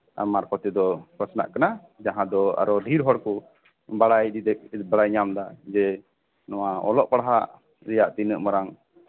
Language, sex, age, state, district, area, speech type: Santali, male, 30-45, West Bengal, Birbhum, rural, conversation